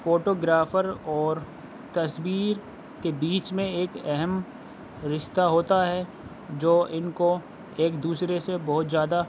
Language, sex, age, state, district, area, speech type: Urdu, male, 30-45, Uttar Pradesh, Aligarh, urban, spontaneous